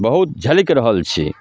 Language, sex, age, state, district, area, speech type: Maithili, male, 45-60, Bihar, Darbhanga, rural, spontaneous